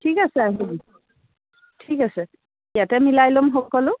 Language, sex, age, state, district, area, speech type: Assamese, female, 45-60, Assam, Biswanath, rural, conversation